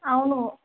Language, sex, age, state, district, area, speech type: Telugu, female, 45-60, Andhra Pradesh, East Godavari, rural, conversation